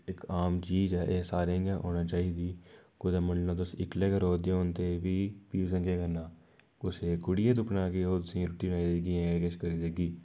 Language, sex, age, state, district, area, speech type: Dogri, male, 30-45, Jammu and Kashmir, Udhampur, rural, spontaneous